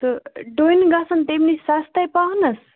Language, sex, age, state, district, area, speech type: Kashmiri, male, 18-30, Jammu and Kashmir, Bandipora, rural, conversation